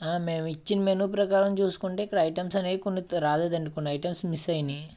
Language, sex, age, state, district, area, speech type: Telugu, male, 45-60, Andhra Pradesh, Eluru, rural, spontaneous